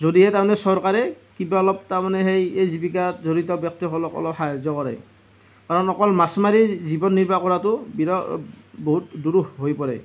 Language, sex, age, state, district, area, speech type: Assamese, male, 30-45, Assam, Nalbari, rural, spontaneous